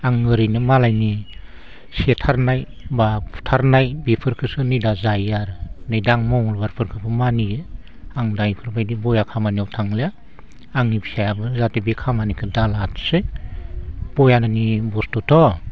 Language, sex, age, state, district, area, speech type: Bodo, male, 60+, Assam, Baksa, urban, spontaneous